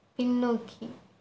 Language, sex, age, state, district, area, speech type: Tamil, female, 18-30, Tamil Nadu, Erode, rural, read